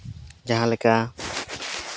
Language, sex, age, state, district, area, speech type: Santali, male, 30-45, Jharkhand, East Singhbhum, rural, spontaneous